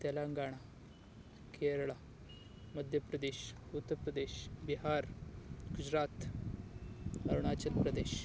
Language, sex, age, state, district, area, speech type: Kannada, male, 18-30, Karnataka, Tumkur, rural, spontaneous